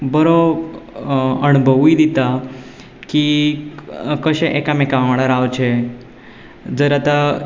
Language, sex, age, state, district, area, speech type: Goan Konkani, male, 18-30, Goa, Ponda, rural, spontaneous